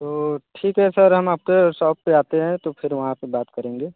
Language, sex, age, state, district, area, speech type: Hindi, male, 30-45, Uttar Pradesh, Mirzapur, rural, conversation